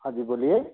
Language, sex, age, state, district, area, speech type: Hindi, male, 45-60, Madhya Pradesh, Jabalpur, urban, conversation